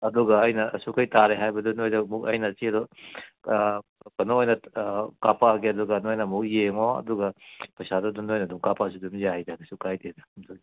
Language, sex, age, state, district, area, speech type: Manipuri, male, 60+, Manipur, Kangpokpi, urban, conversation